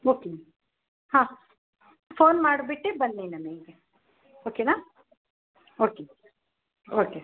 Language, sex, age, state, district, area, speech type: Kannada, female, 45-60, Karnataka, Davanagere, rural, conversation